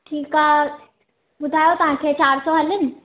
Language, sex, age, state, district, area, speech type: Sindhi, female, 18-30, Gujarat, Surat, urban, conversation